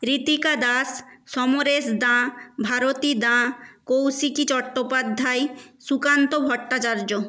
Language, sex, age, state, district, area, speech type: Bengali, female, 30-45, West Bengal, Nadia, rural, spontaneous